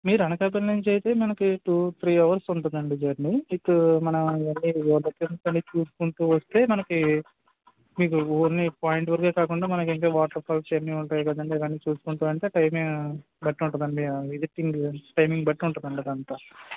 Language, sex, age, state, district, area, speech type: Telugu, male, 18-30, Andhra Pradesh, Anakapalli, rural, conversation